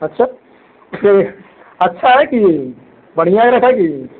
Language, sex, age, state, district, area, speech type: Hindi, male, 30-45, Uttar Pradesh, Mau, urban, conversation